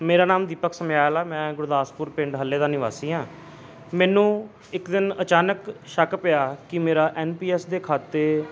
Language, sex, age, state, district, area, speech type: Punjabi, male, 30-45, Punjab, Gurdaspur, urban, spontaneous